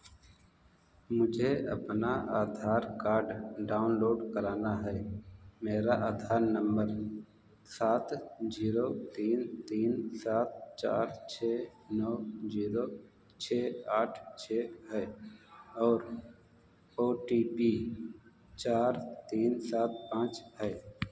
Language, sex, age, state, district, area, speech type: Hindi, male, 45-60, Uttar Pradesh, Ayodhya, rural, read